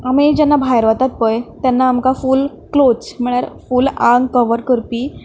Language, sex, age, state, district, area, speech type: Goan Konkani, female, 18-30, Goa, Canacona, rural, spontaneous